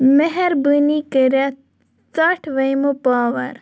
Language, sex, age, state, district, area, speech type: Kashmiri, female, 18-30, Jammu and Kashmir, Kupwara, urban, read